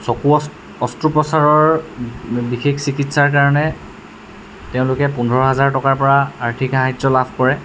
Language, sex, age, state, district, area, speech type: Assamese, male, 18-30, Assam, Jorhat, urban, spontaneous